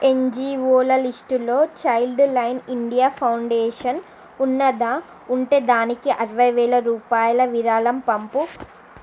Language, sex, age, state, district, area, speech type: Telugu, female, 45-60, Andhra Pradesh, Srikakulam, urban, read